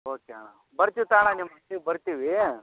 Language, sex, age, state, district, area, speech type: Kannada, male, 30-45, Karnataka, Raichur, rural, conversation